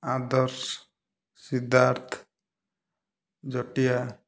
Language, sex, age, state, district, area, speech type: Odia, male, 30-45, Odisha, Kendujhar, urban, spontaneous